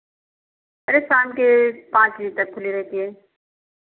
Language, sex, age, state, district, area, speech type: Hindi, female, 45-60, Uttar Pradesh, Ayodhya, rural, conversation